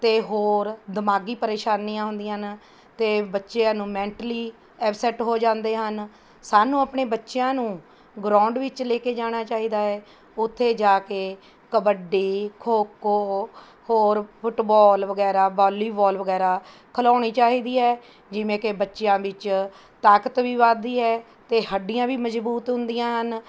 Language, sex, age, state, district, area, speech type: Punjabi, female, 45-60, Punjab, Mohali, urban, spontaneous